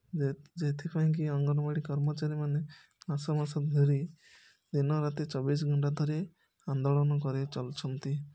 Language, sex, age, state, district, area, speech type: Odia, male, 30-45, Odisha, Puri, urban, spontaneous